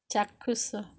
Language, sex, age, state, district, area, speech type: Odia, female, 30-45, Odisha, Bargarh, urban, read